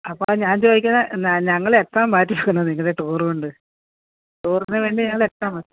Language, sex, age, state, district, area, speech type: Malayalam, female, 45-60, Kerala, Pathanamthitta, rural, conversation